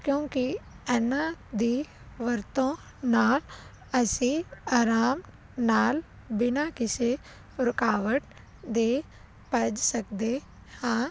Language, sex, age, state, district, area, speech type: Punjabi, female, 18-30, Punjab, Fazilka, rural, spontaneous